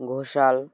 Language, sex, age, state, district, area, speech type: Bengali, male, 18-30, West Bengal, Alipurduar, rural, spontaneous